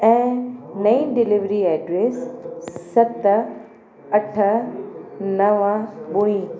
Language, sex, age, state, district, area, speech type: Sindhi, female, 30-45, Uttar Pradesh, Lucknow, urban, read